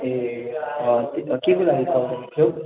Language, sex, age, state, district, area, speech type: Nepali, male, 18-30, West Bengal, Darjeeling, rural, conversation